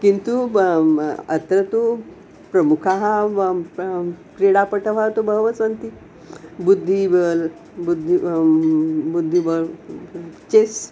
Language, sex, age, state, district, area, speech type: Sanskrit, female, 60+, Maharashtra, Nagpur, urban, spontaneous